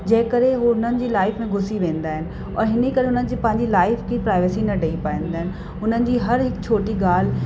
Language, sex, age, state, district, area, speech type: Sindhi, female, 45-60, Uttar Pradesh, Lucknow, urban, spontaneous